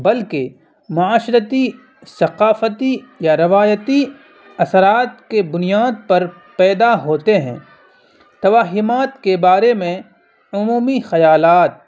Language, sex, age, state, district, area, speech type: Urdu, male, 18-30, Bihar, Purnia, rural, spontaneous